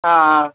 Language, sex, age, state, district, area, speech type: Tamil, male, 30-45, Tamil Nadu, Tiruvannamalai, urban, conversation